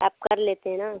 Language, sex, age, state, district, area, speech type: Hindi, female, 30-45, Uttar Pradesh, Bhadohi, rural, conversation